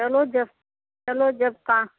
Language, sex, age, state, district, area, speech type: Hindi, female, 30-45, Uttar Pradesh, Jaunpur, rural, conversation